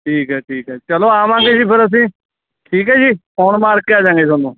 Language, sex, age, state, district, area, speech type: Punjabi, male, 30-45, Punjab, Mansa, urban, conversation